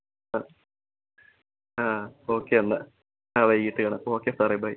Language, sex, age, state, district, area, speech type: Malayalam, male, 18-30, Kerala, Thrissur, urban, conversation